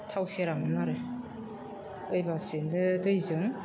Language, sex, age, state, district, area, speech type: Bodo, female, 60+, Assam, Chirang, rural, spontaneous